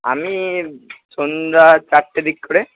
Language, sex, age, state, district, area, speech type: Bengali, male, 18-30, West Bengal, Purba Bardhaman, urban, conversation